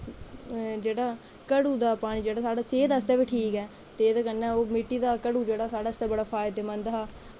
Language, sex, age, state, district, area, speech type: Dogri, female, 18-30, Jammu and Kashmir, Kathua, rural, spontaneous